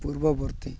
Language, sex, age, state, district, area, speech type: Odia, male, 18-30, Odisha, Malkangiri, urban, read